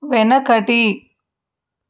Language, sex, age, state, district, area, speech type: Telugu, female, 45-60, Andhra Pradesh, N T Rama Rao, urban, read